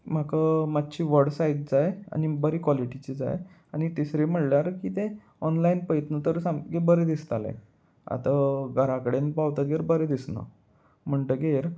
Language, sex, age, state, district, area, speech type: Goan Konkani, male, 18-30, Goa, Salcete, urban, spontaneous